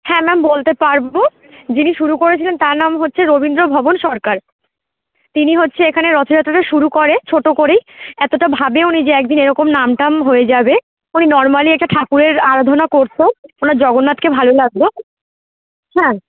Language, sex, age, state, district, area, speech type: Bengali, female, 18-30, West Bengal, Dakshin Dinajpur, urban, conversation